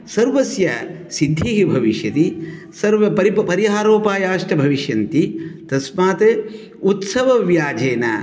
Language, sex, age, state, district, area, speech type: Sanskrit, male, 45-60, Karnataka, Shimoga, rural, spontaneous